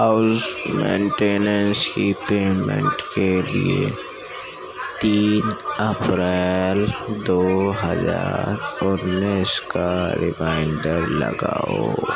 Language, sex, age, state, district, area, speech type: Urdu, male, 30-45, Uttar Pradesh, Gautam Buddha Nagar, urban, read